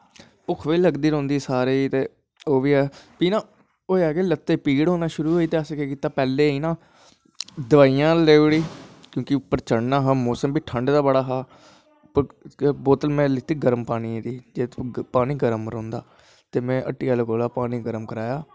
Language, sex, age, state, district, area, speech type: Dogri, male, 18-30, Jammu and Kashmir, Jammu, urban, spontaneous